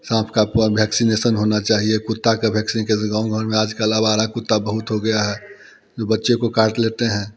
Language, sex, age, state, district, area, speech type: Hindi, male, 30-45, Bihar, Muzaffarpur, rural, spontaneous